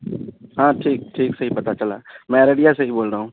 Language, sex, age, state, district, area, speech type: Urdu, male, 18-30, Bihar, Araria, rural, conversation